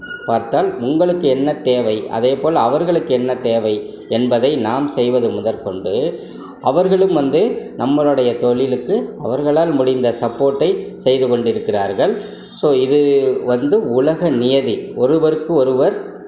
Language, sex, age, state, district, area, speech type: Tamil, male, 60+, Tamil Nadu, Ariyalur, rural, spontaneous